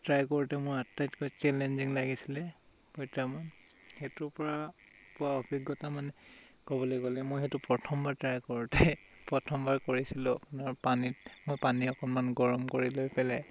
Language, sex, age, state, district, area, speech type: Assamese, male, 18-30, Assam, Tinsukia, urban, spontaneous